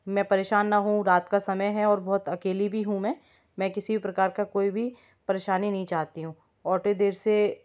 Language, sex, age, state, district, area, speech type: Hindi, female, 30-45, Madhya Pradesh, Gwalior, urban, spontaneous